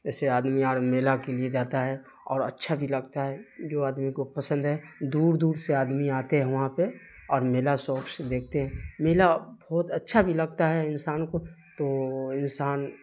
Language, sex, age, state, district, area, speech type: Urdu, male, 30-45, Bihar, Darbhanga, urban, spontaneous